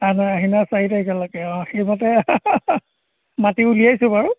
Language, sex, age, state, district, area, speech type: Assamese, male, 60+, Assam, Golaghat, rural, conversation